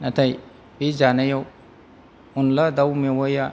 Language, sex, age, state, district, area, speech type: Bodo, male, 45-60, Assam, Kokrajhar, rural, spontaneous